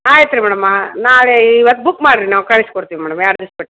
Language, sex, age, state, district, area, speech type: Kannada, female, 30-45, Karnataka, Dharwad, urban, conversation